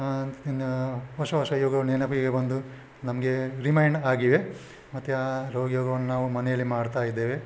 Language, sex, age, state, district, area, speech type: Kannada, male, 60+, Karnataka, Udupi, rural, spontaneous